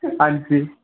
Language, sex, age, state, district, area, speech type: Dogri, male, 18-30, Jammu and Kashmir, Reasi, rural, conversation